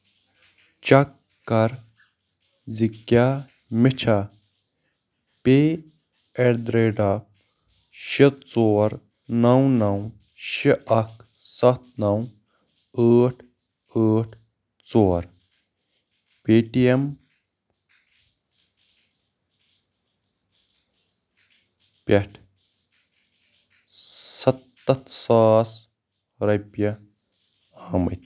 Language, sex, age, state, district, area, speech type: Kashmiri, male, 18-30, Jammu and Kashmir, Kupwara, rural, read